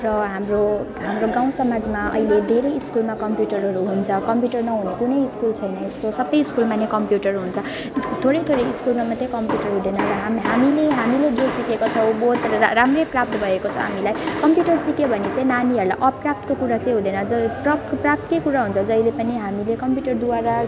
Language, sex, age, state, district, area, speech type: Nepali, female, 18-30, West Bengal, Alipurduar, urban, spontaneous